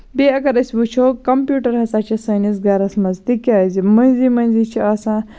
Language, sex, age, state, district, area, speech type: Kashmiri, female, 45-60, Jammu and Kashmir, Baramulla, rural, spontaneous